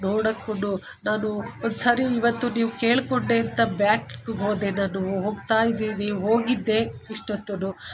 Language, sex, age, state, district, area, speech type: Kannada, female, 45-60, Karnataka, Bangalore Urban, urban, spontaneous